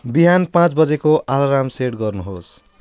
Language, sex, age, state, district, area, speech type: Nepali, male, 30-45, West Bengal, Jalpaiguri, urban, read